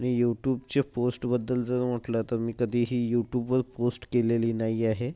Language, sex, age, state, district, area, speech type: Marathi, male, 30-45, Maharashtra, Nagpur, rural, spontaneous